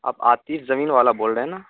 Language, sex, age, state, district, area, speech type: Urdu, male, 18-30, Bihar, Purnia, rural, conversation